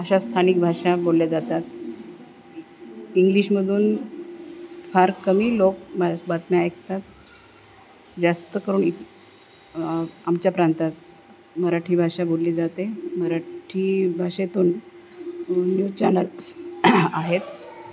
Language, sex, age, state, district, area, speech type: Marathi, female, 45-60, Maharashtra, Nanded, rural, spontaneous